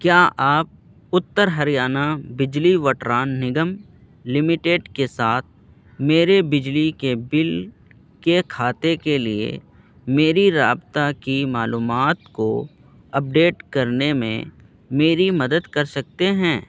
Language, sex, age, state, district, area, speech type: Urdu, male, 18-30, Bihar, Purnia, rural, read